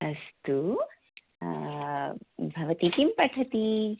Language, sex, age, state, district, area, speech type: Sanskrit, female, 30-45, Karnataka, Bangalore Urban, urban, conversation